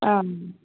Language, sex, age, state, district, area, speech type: Tamil, female, 18-30, Tamil Nadu, Coimbatore, rural, conversation